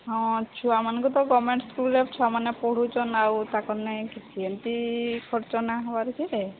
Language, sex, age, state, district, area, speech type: Odia, female, 30-45, Odisha, Sambalpur, rural, conversation